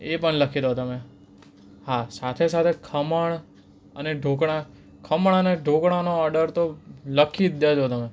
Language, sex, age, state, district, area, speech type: Gujarati, male, 18-30, Gujarat, Anand, urban, spontaneous